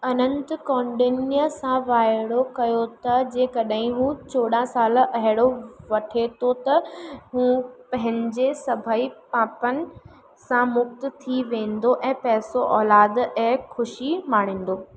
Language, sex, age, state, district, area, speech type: Sindhi, female, 18-30, Madhya Pradesh, Katni, urban, read